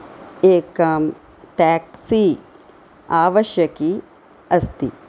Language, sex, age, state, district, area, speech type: Sanskrit, female, 45-60, Karnataka, Chikkaballapur, urban, spontaneous